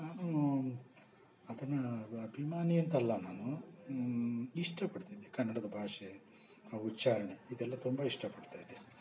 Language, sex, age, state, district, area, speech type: Kannada, male, 60+, Karnataka, Bangalore Urban, rural, spontaneous